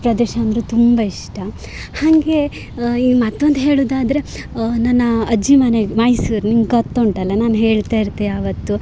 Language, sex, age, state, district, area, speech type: Kannada, female, 18-30, Karnataka, Dakshina Kannada, urban, spontaneous